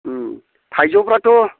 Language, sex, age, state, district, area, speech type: Bodo, male, 45-60, Assam, Chirang, rural, conversation